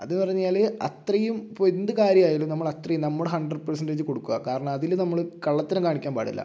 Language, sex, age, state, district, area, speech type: Malayalam, male, 18-30, Kerala, Kozhikode, urban, spontaneous